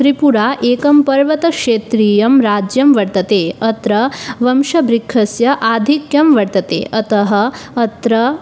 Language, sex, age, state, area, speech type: Sanskrit, female, 18-30, Tripura, rural, spontaneous